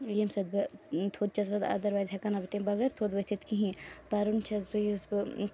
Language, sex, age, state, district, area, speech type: Kashmiri, female, 18-30, Jammu and Kashmir, Baramulla, rural, spontaneous